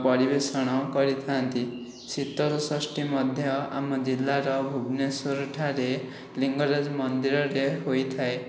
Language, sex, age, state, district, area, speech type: Odia, male, 18-30, Odisha, Khordha, rural, spontaneous